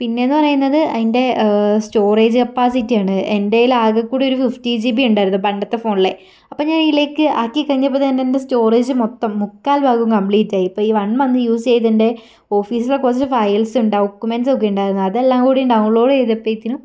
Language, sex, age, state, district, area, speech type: Malayalam, female, 18-30, Kerala, Kozhikode, rural, spontaneous